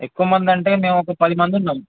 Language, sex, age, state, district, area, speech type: Telugu, male, 18-30, Telangana, Ranga Reddy, urban, conversation